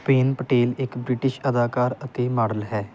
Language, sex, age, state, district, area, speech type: Punjabi, male, 18-30, Punjab, Muktsar, rural, read